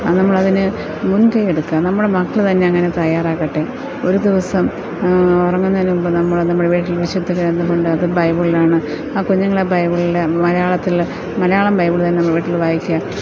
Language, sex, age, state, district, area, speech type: Malayalam, female, 45-60, Kerala, Thiruvananthapuram, rural, spontaneous